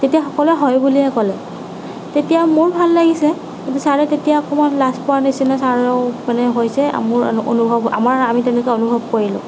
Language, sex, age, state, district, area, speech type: Assamese, female, 30-45, Assam, Nagaon, rural, spontaneous